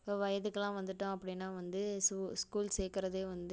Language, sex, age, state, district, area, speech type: Tamil, female, 30-45, Tamil Nadu, Nagapattinam, rural, spontaneous